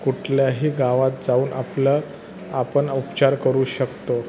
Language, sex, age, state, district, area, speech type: Marathi, male, 30-45, Maharashtra, Thane, urban, spontaneous